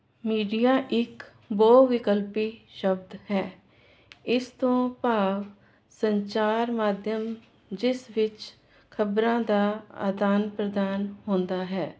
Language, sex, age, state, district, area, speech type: Punjabi, female, 45-60, Punjab, Jalandhar, urban, spontaneous